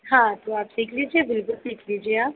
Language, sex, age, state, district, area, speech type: Hindi, female, 45-60, Uttar Pradesh, Sitapur, rural, conversation